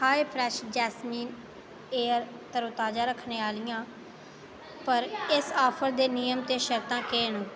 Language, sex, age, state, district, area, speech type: Dogri, female, 18-30, Jammu and Kashmir, Reasi, rural, read